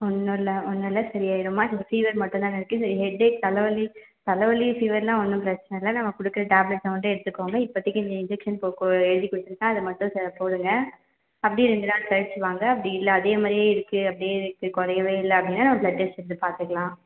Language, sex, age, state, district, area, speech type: Tamil, female, 18-30, Tamil Nadu, Vellore, urban, conversation